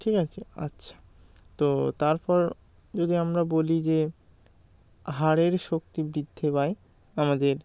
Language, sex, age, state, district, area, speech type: Bengali, male, 18-30, West Bengal, Birbhum, urban, spontaneous